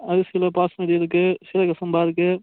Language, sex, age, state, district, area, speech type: Tamil, male, 30-45, Tamil Nadu, Cuddalore, rural, conversation